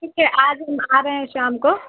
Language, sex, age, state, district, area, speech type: Urdu, female, 18-30, Bihar, Araria, rural, conversation